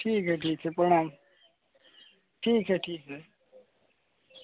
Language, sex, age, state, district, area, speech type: Hindi, male, 18-30, Uttar Pradesh, Prayagraj, urban, conversation